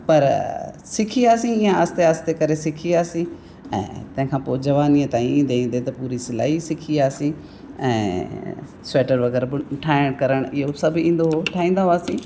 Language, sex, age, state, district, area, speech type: Sindhi, female, 60+, Rajasthan, Ajmer, urban, spontaneous